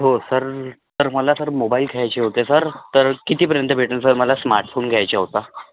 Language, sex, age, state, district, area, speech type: Marathi, other, 45-60, Maharashtra, Nagpur, rural, conversation